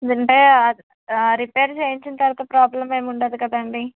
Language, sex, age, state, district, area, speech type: Telugu, female, 30-45, Andhra Pradesh, Palnadu, rural, conversation